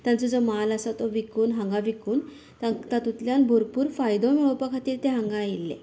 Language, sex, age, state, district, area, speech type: Goan Konkani, female, 30-45, Goa, Canacona, rural, spontaneous